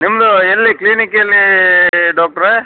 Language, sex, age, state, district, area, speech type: Kannada, male, 60+, Karnataka, Dakshina Kannada, rural, conversation